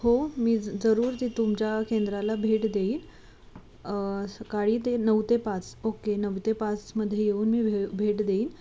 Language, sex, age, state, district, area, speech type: Marathi, female, 18-30, Maharashtra, Sangli, urban, spontaneous